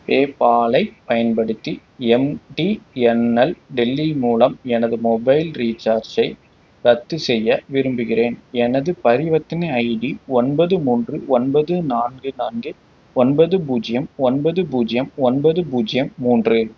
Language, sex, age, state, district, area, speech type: Tamil, male, 18-30, Tamil Nadu, Tiruppur, rural, read